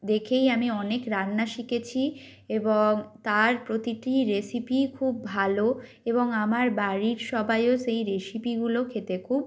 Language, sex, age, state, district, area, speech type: Bengali, female, 45-60, West Bengal, Bankura, urban, spontaneous